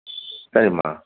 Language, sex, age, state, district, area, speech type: Tamil, male, 45-60, Tamil Nadu, Nagapattinam, rural, conversation